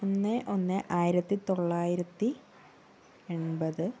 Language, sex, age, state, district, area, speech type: Malayalam, female, 45-60, Kerala, Wayanad, rural, spontaneous